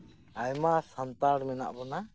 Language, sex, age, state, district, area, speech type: Santali, male, 45-60, West Bengal, Birbhum, rural, spontaneous